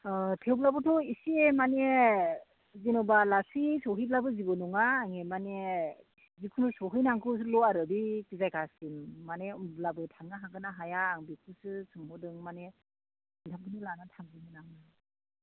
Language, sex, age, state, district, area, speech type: Bodo, female, 30-45, Assam, Chirang, rural, conversation